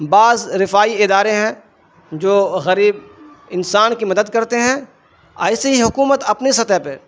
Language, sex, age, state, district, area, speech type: Urdu, male, 45-60, Bihar, Darbhanga, rural, spontaneous